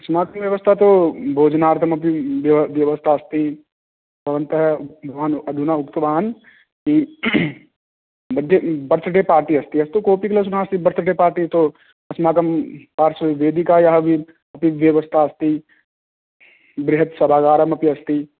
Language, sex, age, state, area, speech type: Sanskrit, male, 18-30, Rajasthan, urban, conversation